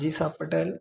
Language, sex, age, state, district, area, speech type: Hindi, male, 30-45, Madhya Pradesh, Hoshangabad, rural, spontaneous